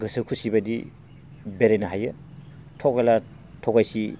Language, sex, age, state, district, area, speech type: Bodo, male, 30-45, Assam, Baksa, rural, spontaneous